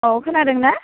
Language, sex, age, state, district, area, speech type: Bodo, female, 18-30, Assam, Baksa, rural, conversation